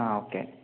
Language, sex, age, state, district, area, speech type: Malayalam, male, 18-30, Kerala, Wayanad, rural, conversation